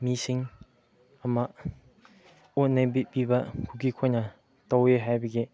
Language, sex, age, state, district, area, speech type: Manipuri, male, 18-30, Manipur, Chandel, rural, spontaneous